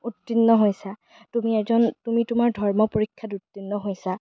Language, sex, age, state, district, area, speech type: Assamese, female, 18-30, Assam, Darrang, rural, spontaneous